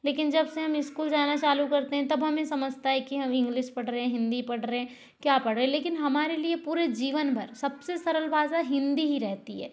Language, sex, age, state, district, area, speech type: Hindi, female, 60+, Madhya Pradesh, Balaghat, rural, spontaneous